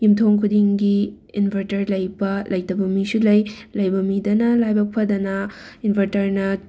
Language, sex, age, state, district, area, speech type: Manipuri, female, 30-45, Manipur, Imphal West, urban, spontaneous